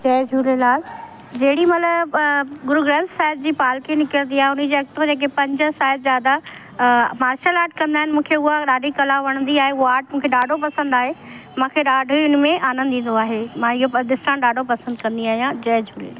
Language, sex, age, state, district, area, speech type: Sindhi, female, 45-60, Uttar Pradesh, Lucknow, urban, spontaneous